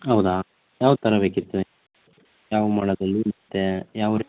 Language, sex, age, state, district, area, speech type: Kannada, male, 18-30, Karnataka, Davanagere, rural, conversation